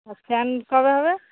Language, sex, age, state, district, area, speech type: Bengali, female, 45-60, West Bengal, Darjeeling, urban, conversation